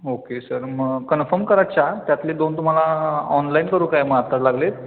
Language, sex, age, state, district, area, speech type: Marathi, male, 18-30, Maharashtra, Kolhapur, urban, conversation